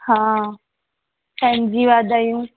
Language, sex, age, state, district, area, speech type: Sindhi, female, 18-30, Rajasthan, Ajmer, urban, conversation